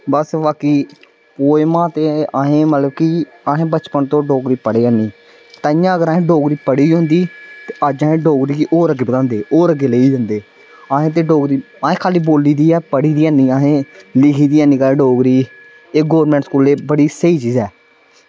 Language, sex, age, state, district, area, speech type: Dogri, male, 18-30, Jammu and Kashmir, Samba, rural, spontaneous